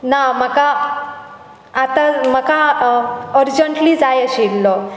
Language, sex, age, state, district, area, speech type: Goan Konkani, female, 18-30, Goa, Bardez, rural, spontaneous